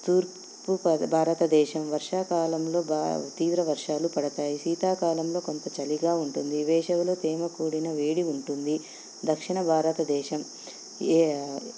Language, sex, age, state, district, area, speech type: Telugu, female, 45-60, Andhra Pradesh, Anantapur, urban, spontaneous